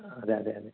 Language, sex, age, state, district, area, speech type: Malayalam, male, 18-30, Kerala, Kozhikode, rural, conversation